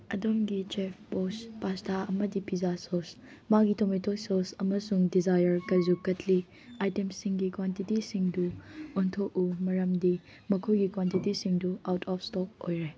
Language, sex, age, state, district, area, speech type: Manipuri, female, 18-30, Manipur, Kangpokpi, rural, read